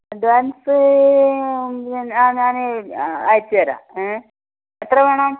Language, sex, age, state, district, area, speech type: Malayalam, female, 60+, Kerala, Wayanad, rural, conversation